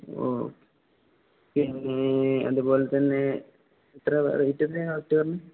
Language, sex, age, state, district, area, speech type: Malayalam, male, 18-30, Kerala, Kozhikode, rural, conversation